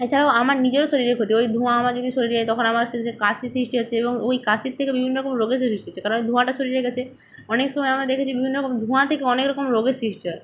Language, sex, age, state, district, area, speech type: Bengali, female, 30-45, West Bengal, Nadia, rural, spontaneous